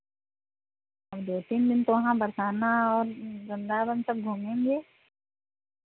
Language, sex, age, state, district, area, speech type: Hindi, female, 60+, Uttar Pradesh, Sitapur, rural, conversation